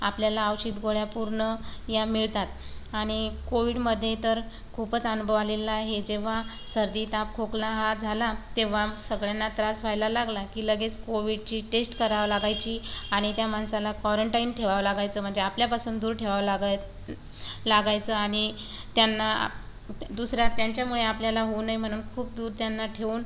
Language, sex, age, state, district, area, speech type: Marathi, female, 18-30, Maharashtra, Buldhana, rural, spontaneous